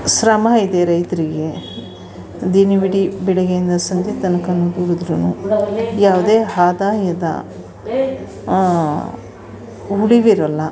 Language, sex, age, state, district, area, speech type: Kannada, female, 45-60, Karnataka, Mandya, urban, spontaneous